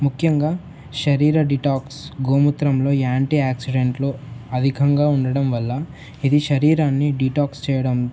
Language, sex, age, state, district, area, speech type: Telugu, male, 18-30, Telangana, Mulugu, urban, spontaneous